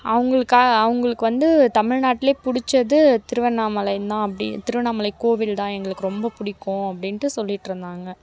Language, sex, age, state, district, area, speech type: Tamil, female, 18-30, Tamil Nadu, Tirupattur, urban, spontaneous